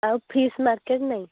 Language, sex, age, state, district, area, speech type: Odia, female, 18-30, Odisha, Balasore, rural, conversation